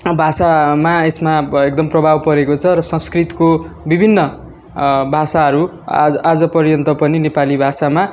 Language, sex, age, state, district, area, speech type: Nepali, male, 18-30, West Bengal, Darjeeling, rural, spontaneous